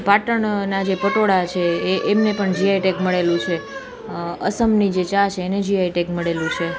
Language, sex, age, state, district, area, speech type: Gujarati, female, 18-30, Gujarat, Junagadh, urban, spontaneous